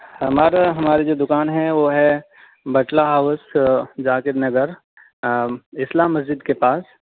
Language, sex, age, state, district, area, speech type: Urdu, male, 18-30, Delhi, South Delhi, urban, conversation